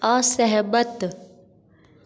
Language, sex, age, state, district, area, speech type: Hindi, female, 18-30, Madhya Pradesh, Hoshangabad, urban, read